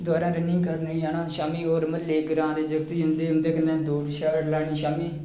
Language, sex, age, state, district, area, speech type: Dogri, male, 18-30, Jammu and Kashmir, Reasi, rural, spontaneous